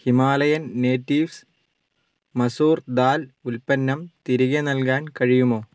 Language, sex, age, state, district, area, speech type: Malayalam, male, 18-30, Kerala, Wayanad, rural, read